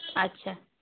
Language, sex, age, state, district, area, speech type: Bengali, female, 18-30, West Bengal, Paschim Bardhaman, rural, conversation